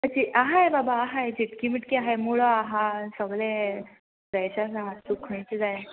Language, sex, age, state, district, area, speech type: Goan Konkani, female, 18-30, Goa, Salcete, rural, conversation